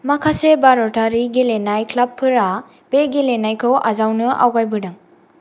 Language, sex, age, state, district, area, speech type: Bodo, female, 18-30, Assam, Kokrajhar, rural, read